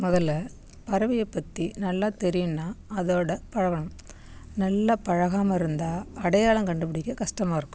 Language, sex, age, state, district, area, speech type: Tamil, female, 60+, Tamil Nadu, Kallakurichi, rural, spontaneous